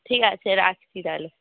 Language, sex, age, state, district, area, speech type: Bengali, female, 45-60, West Bengal, Hooghly, rural, conversation